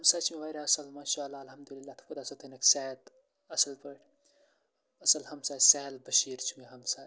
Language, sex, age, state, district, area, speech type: Kashmiri, male, 18-30, Jammu and Kashmir, Kupwara, rural, spontaneous